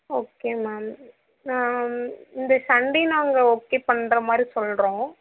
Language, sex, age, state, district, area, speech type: Tamil, female, 30-45, Tamil Nadu, Mayiladuthurai, rural, conversation